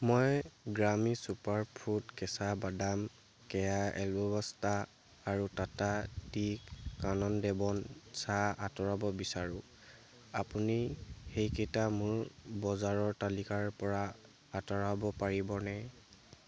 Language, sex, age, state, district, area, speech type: Assamese, male, 18-30, Assam, Dibrugarh, rural, read